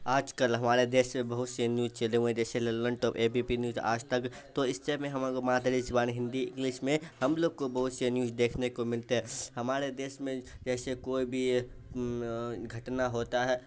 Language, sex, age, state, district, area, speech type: Urdu, male, 18-30, Bihar, Saharsa, rural, spontaneous